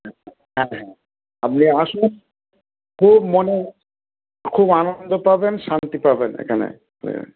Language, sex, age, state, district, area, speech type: Bengali, male, 45-60, West Bengal, Dakshin Dinajpur, rural, conversation